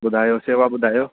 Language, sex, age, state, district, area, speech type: Sindhi, male, 45-60, Delhi, South Delhi, urban, conversation